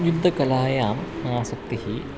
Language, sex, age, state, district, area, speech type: Sanskrit, male, 30-45, Kerala, Ernakulam, rural, spontaneous